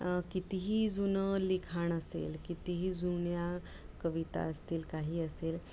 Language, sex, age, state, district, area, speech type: Marathi, female, 30-45, Maharashtra, Mumbai Suburban, urban, spontaneous